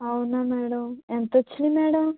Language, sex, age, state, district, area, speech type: Telugu, female, 30-45, Andhra Pradesh, Kakinada, rural, conversation